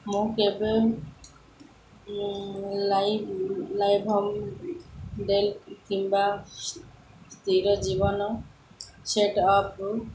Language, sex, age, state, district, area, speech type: Odia, female, 30-45, Odisha, Sundergarh, urban, spontaneous